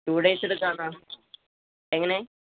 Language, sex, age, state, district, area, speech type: Malayalam, male, 18-30, Kerala, Malappuram, rural, conversation